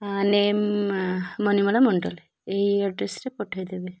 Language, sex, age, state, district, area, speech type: Odia, female, 30-45, Odisha, Malkangiri, urban, spontaneous